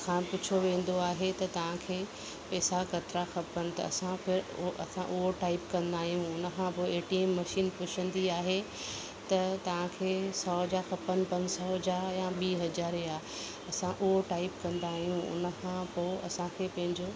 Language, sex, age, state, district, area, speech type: Sindhi, female, 45-60, Maharashtra, Thane, urban, spontaneous